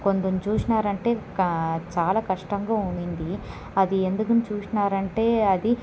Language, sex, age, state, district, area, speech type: Telugu, female, 18-30, Andhra Pradesh, Sri Balaji, rural, spontaneous